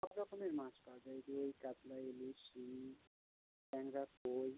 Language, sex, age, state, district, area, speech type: Bengali, male, 45-60, West Bengal, South 24 Parganas, rural, conversation